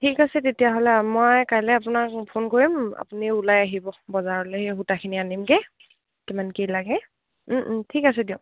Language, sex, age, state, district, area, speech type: Assamese, female, 18-30, Assam, Dibrugarh, rural, conversation